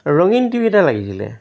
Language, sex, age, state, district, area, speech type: Assamese, male, 60+, Assam, Charaideo, urban, spontaneous